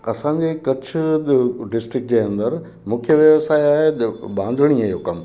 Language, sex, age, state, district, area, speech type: Sindhi, male, 60+, Gujarat, Kutch, rural, spontaneous